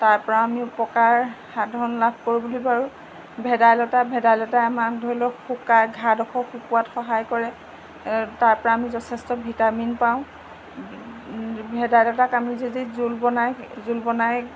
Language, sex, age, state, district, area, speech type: Assamese, female, 45-60, Assam, Golaghat, urban, spontaneous